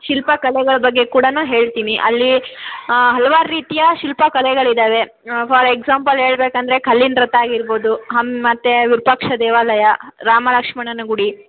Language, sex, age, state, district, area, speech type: Kannada, female, 30-45, Karnataka, Vijayanagara, rural, conversation